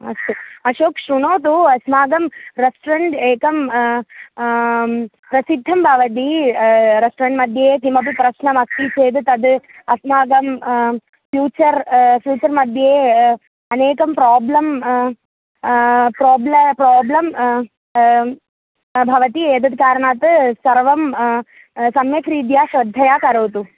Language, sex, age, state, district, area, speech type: Sanskrit, female, 18-30, Kerala, Thrissur, rural, conversation